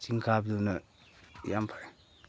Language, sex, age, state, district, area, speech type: Manipuri, male, 45-60, Manipur, Chandel, rural, spontaneous